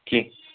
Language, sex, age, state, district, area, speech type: Kashmiri, male, 18-30, Jammu and Kashmir, Kupwara, rural, conversation